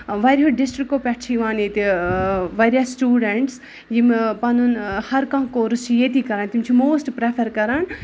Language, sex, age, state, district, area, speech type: Kashmiri, female, 18-30, Jammu and Kashmir, Ganderbal, rural, spontaneous